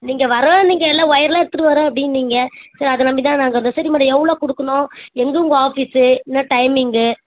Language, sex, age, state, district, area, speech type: Tamil, female, 18-30, Tamil Nadu, Chennai, urban, conversation